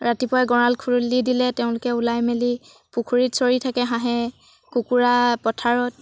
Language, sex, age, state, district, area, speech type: Assamese, female, 18-30, Assam, Sivasagar, rural, spontaneous